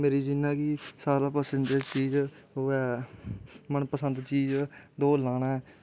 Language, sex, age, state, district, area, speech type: Dogri, male, 18-30, Jammu and Kashmir, Kathua, rural, spontaneous